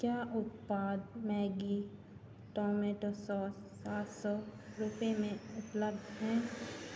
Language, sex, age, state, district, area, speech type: Hindi, female, 30-45, Madhya Pradesh, Hoshangabad, rural, read